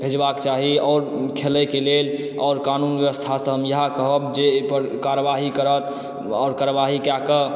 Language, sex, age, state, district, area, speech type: Maithili, male, 30-45, Bihar, Supaul, rural, spontaneous